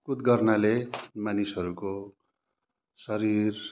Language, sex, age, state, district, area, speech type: Nepali, male, 30-45, West Bengal, Kalimpong, rural, spontaneous